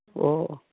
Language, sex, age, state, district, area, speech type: Manipuri, female, 60+, Manipur, Imphal East, rural, conversation